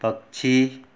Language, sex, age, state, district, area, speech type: Hindi, male, 60+, Madhya Pradesh, Betul, rural, read